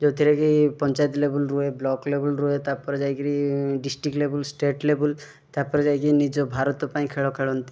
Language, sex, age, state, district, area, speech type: Odia, male, 18-30, Odisha, Rayagada, rural, spontaneous